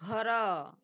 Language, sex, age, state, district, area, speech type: Odia, female, 60+, Odisha, Bargarh, rural, read